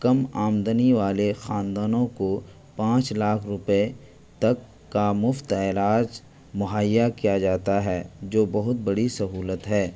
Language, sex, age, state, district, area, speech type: Urdu, male, 18-30, Delhi, New Delhi, rural, spontaneous